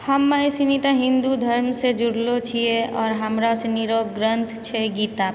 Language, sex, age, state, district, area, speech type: Maithili, female, 30-45, Bihar, Purnia, urban, spontaneous